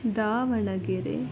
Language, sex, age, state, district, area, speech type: Kannada, female, 60+, Karnataka, Chikkaballapur, rural, spontaneous